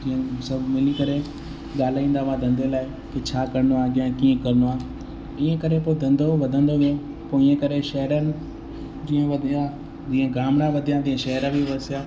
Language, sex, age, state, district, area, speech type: Sindhi, male, 18-30, Gujarat, Kutch, urban, spontaneous